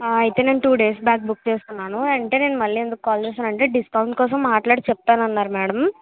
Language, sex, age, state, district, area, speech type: Telugu, female, 60+, Andhra Pradesh, Kakinada, rural, conversation